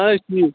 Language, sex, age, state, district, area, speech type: Kashmiri, male, 30-45, Jammu and Kashmir, Bandipora, rural, conversation